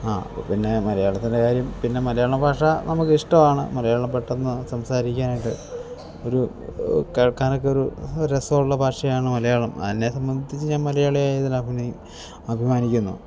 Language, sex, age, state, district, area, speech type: Malayalam, male, 45-60, Kerala, Idukki, rural, spontaneous